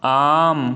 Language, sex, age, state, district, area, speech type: Sanskrit, male, 18-30, West Bengal, Purba Medinipur, rural, read